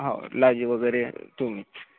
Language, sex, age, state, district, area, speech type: Marathi, male, 18-30, Maharashtra, Gadchiroli, rural, conversation